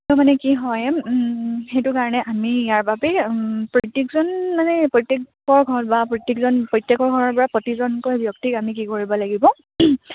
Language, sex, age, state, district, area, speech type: Assamese, female, 18-30, Assam, Dibrugarh, rural, conversation